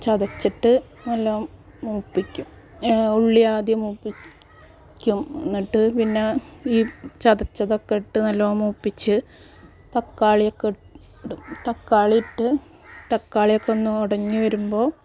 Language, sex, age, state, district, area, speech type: Malayalam, female, 45-60, Kerala, Malappuram, rural, spontaneous